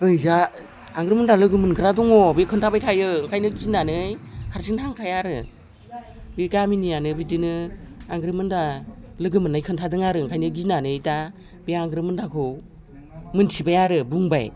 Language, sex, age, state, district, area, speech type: Bodo, female, 60+, Assam, Udalguri, rural, spontaneous